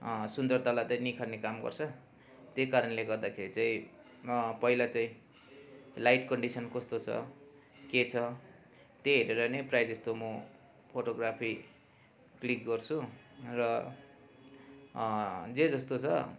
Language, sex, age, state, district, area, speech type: Nepali, male, 45-60, West Bengal, Darjeeling, urban, spontaneous